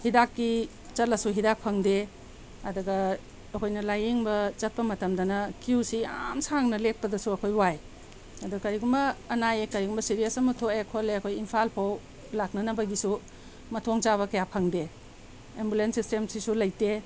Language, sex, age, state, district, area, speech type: Manipuri, female, 45-60, Manipur, Tengnoupal, urban, spontaneous